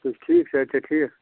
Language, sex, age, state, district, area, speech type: Kashmiri, male, 30-45, Jammu and Kashmir, Budgam, rural, conversation